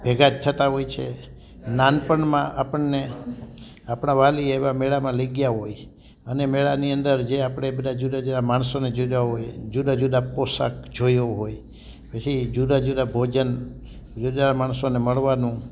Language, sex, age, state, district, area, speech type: Gujarati, male, 60+, Gujarat, Amreli, rural, spontaneous